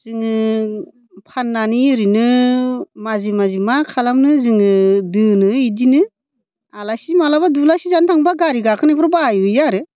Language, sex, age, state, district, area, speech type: Bodo, female, 45-60, Assam, Baksa, rural, spontaneous